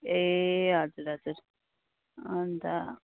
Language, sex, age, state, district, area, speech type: Nepali, female, 30-45, West Bengal, Kalimpong, rural, conversation